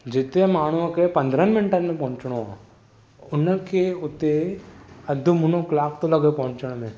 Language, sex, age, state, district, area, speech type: Sindhi, male, 18-30, Maharashtra, Thane, urban, spontaneous